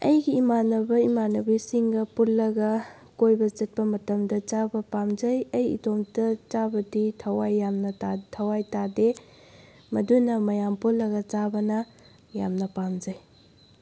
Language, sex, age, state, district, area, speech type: Manipuri, female, 18-30, Manipur, Kakching, rural, spontaneous